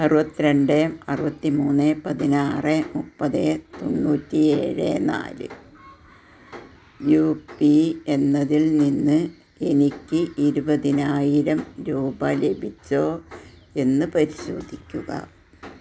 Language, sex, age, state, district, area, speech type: Malayalam, female, 60+, Kerala, Malappuram, rural, read